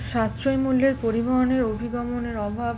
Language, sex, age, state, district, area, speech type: Bengali, female, 30-45, West Bengal, Malda, rural, spontaneous